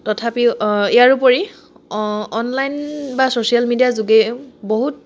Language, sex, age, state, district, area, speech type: Assamese, female, 18-30, Assam, Charaideo, urban, spontaneous